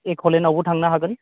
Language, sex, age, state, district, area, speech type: Bodo, male, 45-60, Assam, Kokrajhar, rural, conversation